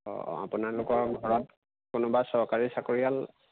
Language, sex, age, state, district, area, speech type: Assamese, male, 18-30, Assam, Lakhimpur, urban, conversation